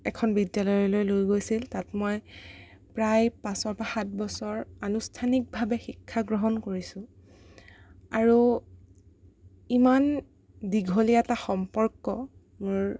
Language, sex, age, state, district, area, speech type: Assamese, female, 18-30, Assam, Sonitpur, rural, spontaneous